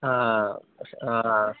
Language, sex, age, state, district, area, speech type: Malayalam, male, 30-45, Kerala, Palakkad, urban, conversation